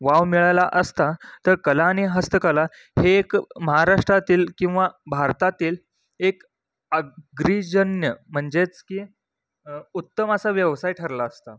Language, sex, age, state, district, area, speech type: Marathi, male, 18-30, Maharashtra, Satara, rural, spontaneous